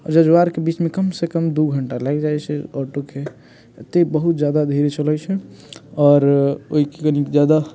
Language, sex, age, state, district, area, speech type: Maithili, male, 18-30, Bihar, Muzaffarpur, rural, spontaneous